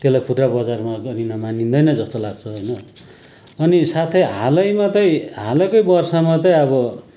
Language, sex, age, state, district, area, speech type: Nepali, male, 45-60, West Bengal, Kalimpong, rural, spontaneous